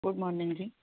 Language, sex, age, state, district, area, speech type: Punjabi, female, 45-60, Punjab, Tarn Taran, urban, conversation